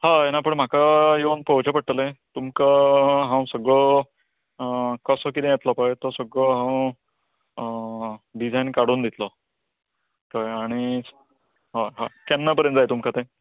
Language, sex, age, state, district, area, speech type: Goan Konkani, male, 45-60, Goa, Canacona, rural, conversation